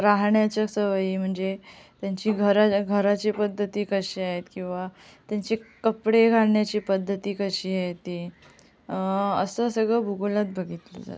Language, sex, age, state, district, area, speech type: Marathi, female, 18-30, Maharashtra, Sindhudurg, rural, spontaneous